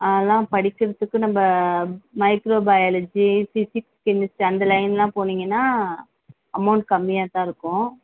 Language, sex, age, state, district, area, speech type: Tamil, female, 30-45, Tamil Nadu, Chengalpattu, urban, conversation